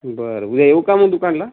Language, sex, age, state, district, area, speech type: Marathi, male, 18-30, Maharashtra, Hingoli, urban, conversation